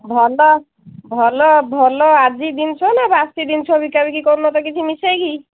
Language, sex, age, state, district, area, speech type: Odia, female, 45-60, Odisha, Angul, rural, conversation